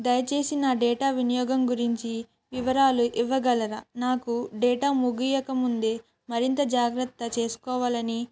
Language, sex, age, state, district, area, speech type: Telugu, female, 18-30, Telangana, Kamareddy, urban, spontaneous